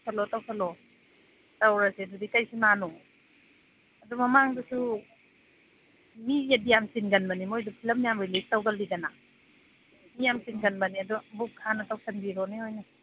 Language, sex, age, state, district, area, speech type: Manipuri, female, 45-60, Manipur, Imphal East, rural, conversation